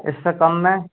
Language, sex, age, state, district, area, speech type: Hindi, male, 30-45, Madhya Pradesh, Seoni, urban, conversation